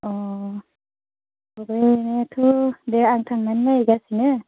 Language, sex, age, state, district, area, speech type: Bodo, female, 18-30, Assam, Baksa, rural, conversation